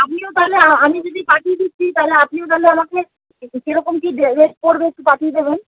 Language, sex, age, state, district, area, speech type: Bengali, female, 30-45, West Bengal, Howrah, urban, conversation